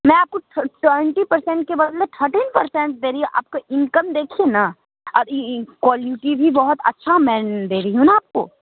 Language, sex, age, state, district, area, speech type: Hindi, female, 18-30, Bihar, Muzaffarpur, rural, conversation